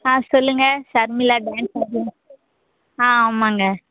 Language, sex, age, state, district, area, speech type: Tamil, female, 18-30, Tamil Nadu, Kallakurichi, rural, conversation